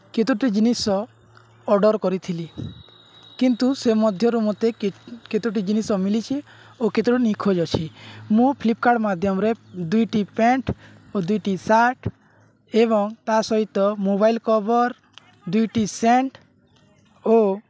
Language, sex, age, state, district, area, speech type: Odia, male, 18-30, Odisha, Nuapada, rural, spontaneous